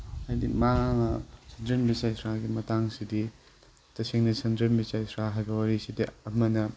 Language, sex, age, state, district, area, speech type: Manipuri, male, 18-30, Manipur, Tengnoupal, urban, spontaneous